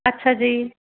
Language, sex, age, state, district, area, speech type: Punjabi, female, 30-45, Punjab, Fatehgarh Sahib, urban, conversation